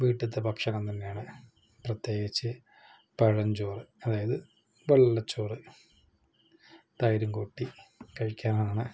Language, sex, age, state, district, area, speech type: Malayalam, male, 45-60, Kerala, Palakkad, rural, spontaneous